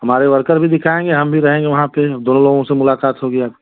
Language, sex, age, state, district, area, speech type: Hindi, male, 30-45, Uttar Pradesh, Chandauli, urban, conversation